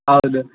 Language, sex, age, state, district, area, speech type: Kannada, male, 18-30, Karnataka, Chitradurga, rural, conversation